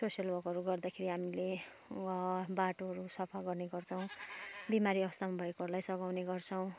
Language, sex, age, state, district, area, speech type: Nepali, female, 30-45, West Bengal, Kalimpong, rural, spontaneous